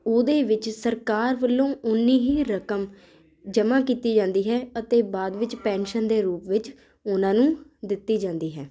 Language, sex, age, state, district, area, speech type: Punjabi, female, 18-30, Punjab, Ludhiana, urban, spontaneous